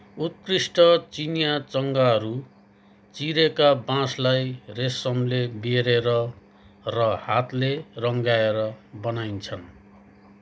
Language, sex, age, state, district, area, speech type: Nepali, male, 30-45, West Bengal, Kalimpong, rural, read